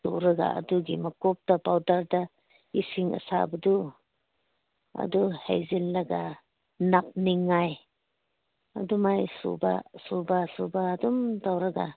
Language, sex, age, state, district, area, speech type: Manipuri, female, 18-30, Manipur, Kangpokpi, urban, conversation